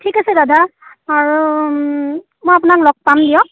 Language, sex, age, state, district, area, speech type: Assamese, female, 30-45, Assam, Dibrugarh, rural, conversation